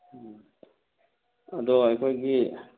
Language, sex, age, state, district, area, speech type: Manipuri, male, 60+, Manipur, Churachandpur, urban, conversation